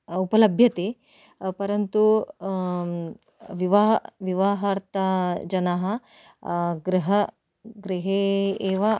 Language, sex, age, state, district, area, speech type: Sanskrit, female, 30-45, Karnataka, Dakshina Kannada, urban, spontaneous